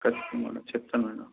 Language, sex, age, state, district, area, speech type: Telugu, male, 30-45, Andhra Pradesh, Konaseema, urban, conversation